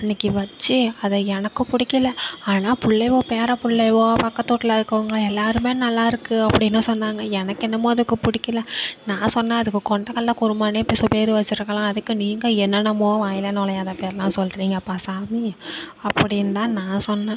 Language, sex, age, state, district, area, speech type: Tamil, female, 30-45, Tamil Nadu, Nagapattinam, rural, spontaneous